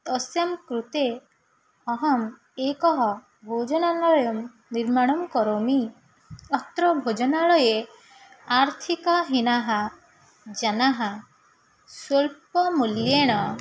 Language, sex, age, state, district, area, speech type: Sanskrit, female, 18-30, Odisha, Nayagarh, rural, spontaneous